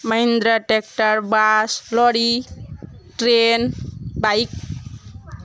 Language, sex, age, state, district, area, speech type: Bengali, female, 18-30, West Bengal, Murshidabad, rural, spontaneous